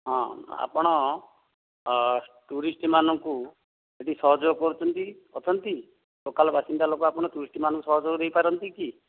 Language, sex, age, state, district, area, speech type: Odia, male, 60+, Odisha, Dhenkanal, rural, conversation